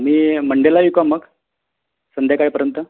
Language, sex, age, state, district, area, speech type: Marathi, male, 30-45, Maharashtra, Wardha, urban, conversation